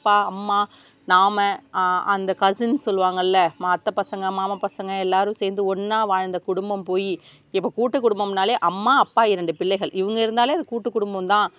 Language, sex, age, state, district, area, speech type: Tamil, female, 30-45, Tamil Nadu, Tiruvarur, rural, spontaneous